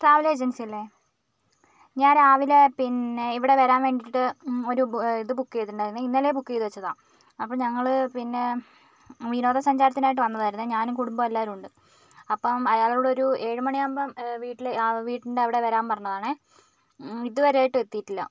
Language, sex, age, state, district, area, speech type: Malayalam, female, 18-30, Kerala, Wayanad, rural, spontaneous